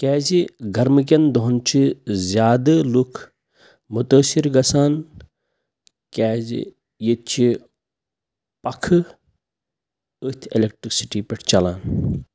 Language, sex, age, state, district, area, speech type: Kashmiri, male, 30-45, Jammu and Kashmir, Pulwama, urban, spontaneous